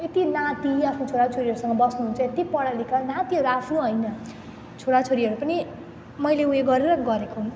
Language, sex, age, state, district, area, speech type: Nepali, female, 18-30, West Bengal, Jalpaiguri, rural, spontaneous